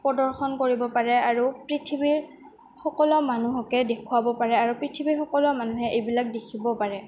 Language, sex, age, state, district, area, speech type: Assamese, female, 18-30, Assam, Goalpara, urban, spontaneous